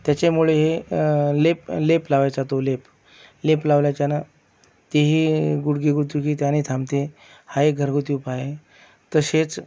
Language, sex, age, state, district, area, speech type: Marathi, male, 45-60, Maharashtra, Akola, rural, spontaneous